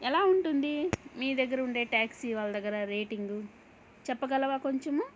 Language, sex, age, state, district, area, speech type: Telugu, female, 30-45, Andhra Pradesh, Kadapa, rural, spontaneous